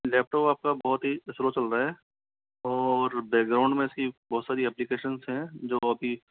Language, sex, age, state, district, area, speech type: Hindi, female, 45-60, Rajasthan, Jaipur, urban, conversation